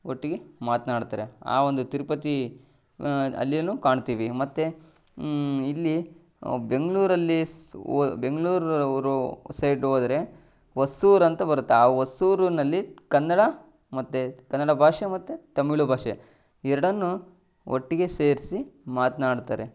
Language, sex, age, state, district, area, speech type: Kannada, male, 18-30, Karnataka, Chitradurga, rural, spontaneous